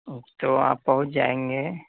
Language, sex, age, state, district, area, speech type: Urdu, male, 18-30, Uttar Pradesh, Saharanpur, urban, conversation